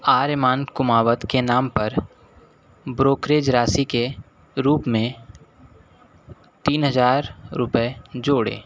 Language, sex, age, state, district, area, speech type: Hindi, male, 45-60, Uttar Pradesh, Sonbhadra, rural, read